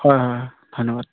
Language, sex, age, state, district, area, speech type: Assamese, male, 30-45, Assam, Charaideo, rural, conversation